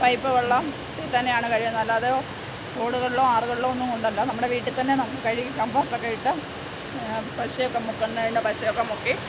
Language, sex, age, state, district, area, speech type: Malayalam, female, 30-45, Kerala, Pathanamthitta, rural, spontaneous